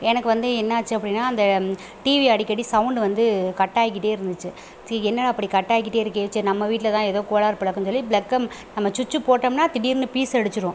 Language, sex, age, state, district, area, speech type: Tamil, female, 30-45, Tamil Nadu, Pudukkottai, rural, spontaneous